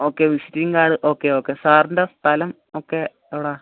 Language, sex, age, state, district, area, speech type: Malayalam, male, 18-30, Kerala, Kollam, rural, conversation